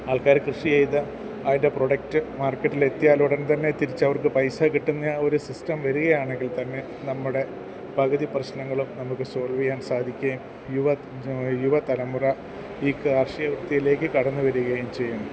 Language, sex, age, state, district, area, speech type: Malayalam, male, 45-60, Kerala, Kottayam, urban, spontaneous